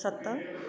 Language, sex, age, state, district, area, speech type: Sindhi, female, 30-45, Gujarat, Junagadh, urban, read